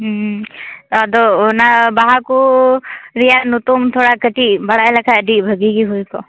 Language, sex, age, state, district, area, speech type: Santali, female, 18-30, West Bengal, Paschim Bardhaman, rural, conversation